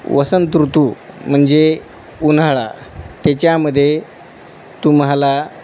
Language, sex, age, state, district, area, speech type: Marathi, male, 45-60, Maharashtra, Nanded, rural, spontaneous